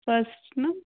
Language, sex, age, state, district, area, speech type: Hindi, female, 60+, Madhya Pradesh, Bhopal, urban, conversation